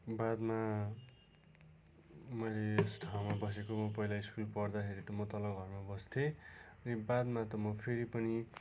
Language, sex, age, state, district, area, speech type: Nepali, male, 30-45, West Bengal, Darjeeling, rural, spontaneous